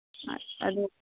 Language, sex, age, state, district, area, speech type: Manipuri, female, 45-60, Manipur, Kangpokpi, urban, conversation